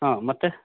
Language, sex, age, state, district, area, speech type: Kannada, male, 45-60, Karnataka, Chitradurga, rural, conversation